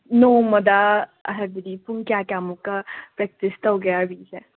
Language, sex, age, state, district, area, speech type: Manipuri, female, 18-30, Manipur, Imphal West, rural, conversation